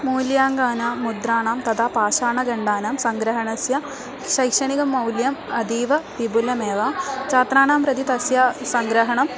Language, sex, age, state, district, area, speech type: Sanskrit, female, 18-30, Kerala, Thrissur, rural, spontaneous